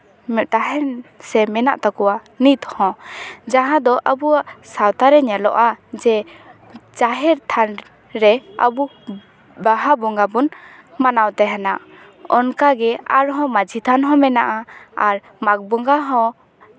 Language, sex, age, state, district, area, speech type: Santali, female, 18-30, West Bengal, Paschim Bardhaman, rural, spontaneous